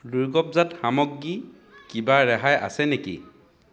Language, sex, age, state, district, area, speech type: Assamese, male, 30-45, Assam, Dhemaji, rural, read